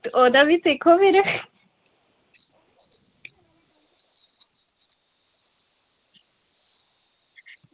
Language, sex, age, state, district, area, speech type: Dogri, female, 18-30, Jammu and Kashmir, Udhampur, rural, conversation